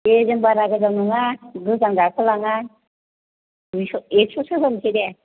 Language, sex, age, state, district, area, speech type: Bodo, female, 45-60, Assam, Chirang, rural, conversation